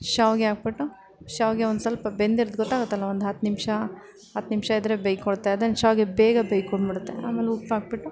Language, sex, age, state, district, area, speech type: Kannada, female, 30-45, Karnataka, Ramanagara, urban, spontaneous